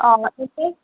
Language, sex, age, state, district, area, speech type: Assamese, male, 18-30, Assam, Morigaon, rural, conversation